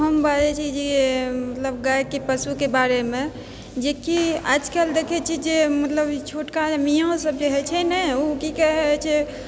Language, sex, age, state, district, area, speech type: Maithili, female, 30-45, Bihar, Purnia, rural, spontaneous